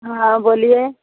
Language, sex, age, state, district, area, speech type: Hindi, female, 60+, Bihar, Samastipur, rural, conversation